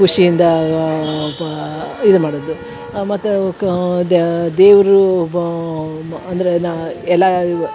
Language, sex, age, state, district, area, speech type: Kannada, female, 60+, Karnataka, Dharwad, rural, spontaneous